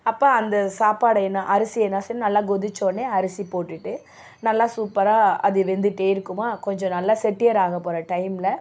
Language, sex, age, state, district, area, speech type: Tamil, female, 45-60, Tamil Nadu, Nagapattinam, urban, spontaneous